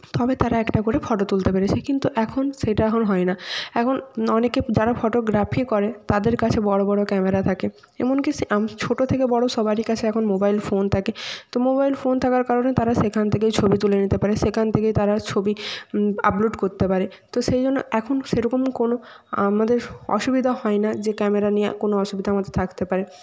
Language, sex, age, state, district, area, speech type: Bengali, female, 18-30, West Bengal, North 24 Parganas, rural, spontaneous